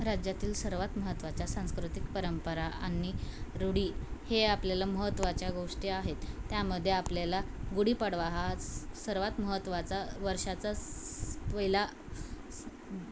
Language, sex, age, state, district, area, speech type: Marathi, female, 18-30, Maharashtra, Osmanabad, rural, spontaneous